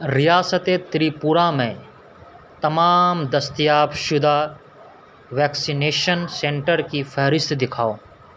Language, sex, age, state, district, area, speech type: Urdu, male, 18-30, Bihar, Purnia, rural, read